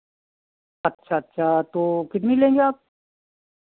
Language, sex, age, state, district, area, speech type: Hindi, male, 60+, Uttar Pradesh, Sitapur, rural, conversation